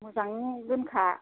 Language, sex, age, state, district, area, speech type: Bodo, female, 60+, Assam, Chirang, urban, conversation